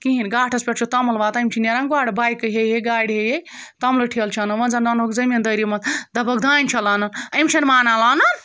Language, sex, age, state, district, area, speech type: Kashmiri, female, 45-60, Jammu and Kashmir, Ganderbal, rural, spontaneous